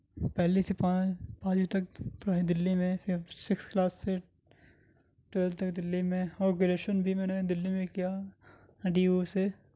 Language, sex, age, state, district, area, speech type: Urdu, male, 30-45, Delhi, South Delhi, urban, spontaneous